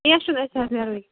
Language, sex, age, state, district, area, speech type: Kashmiri, female, 30-45, Jammu and Kashmir, Shopian, rural, conversation